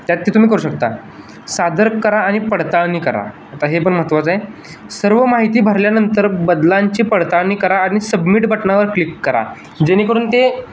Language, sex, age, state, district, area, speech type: Marathi, male, 18-30, Maharashtra, Sangli, urban, spontaneous